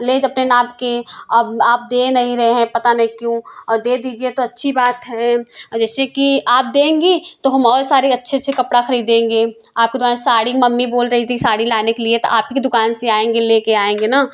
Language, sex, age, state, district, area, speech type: Hindi, female, 18-30, Uttar Pradesh, Prayagraj, urban, spontaneous